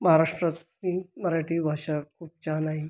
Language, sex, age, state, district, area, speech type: Marathi, male, 45-60, Maharashtra, Buldhana, urban, spontaneous